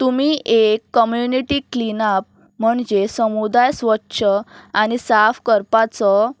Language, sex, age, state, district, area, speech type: Goan Konkani, female, 18-30, Goa, Pernem, rural, spontaneous